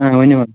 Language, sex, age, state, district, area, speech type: Kashmiri, male, 30-45, Jammu and Kashmir, Shopian, rural, conversation